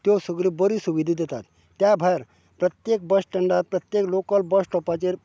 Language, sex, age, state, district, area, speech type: Goan Konkani, male, 45-60, Goa, Canacona, rural, spontaneous